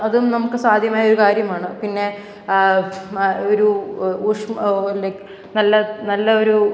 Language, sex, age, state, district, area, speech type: Malayalam, female, 18-30, Kerala, Pathanamthitta, rural, spontaneous